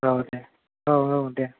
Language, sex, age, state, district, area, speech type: Bodo, male, 30-45, Assam, Kokrajhar, rural, conversation